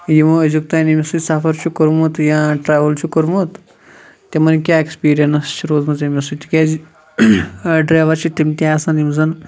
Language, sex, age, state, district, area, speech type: Kashmiri, male, 30-45, Jammu and Kashmir, Shopian, rural, spontaneous